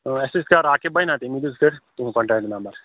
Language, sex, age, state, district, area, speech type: Kashmiri, male, 18-30, Jammu and Kashmir, Kulgam, rural, conversation